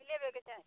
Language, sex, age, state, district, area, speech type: Maithili, female, 30-45, Bihar, Muzaffarpur, rural, conversation